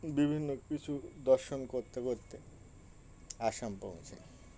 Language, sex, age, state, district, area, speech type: Bengali, male, 60+, West Bengal, Birbhum, urban, spontaneous